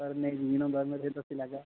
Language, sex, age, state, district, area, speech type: Dogri, male, 18-30, Jammu and Kashmir, Jammu, urban, conversation